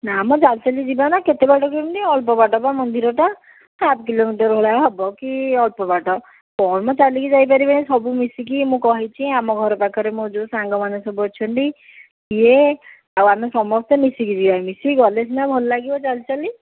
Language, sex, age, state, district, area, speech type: Odia, female, 60+, Odisha, Jajpur, rural, conversation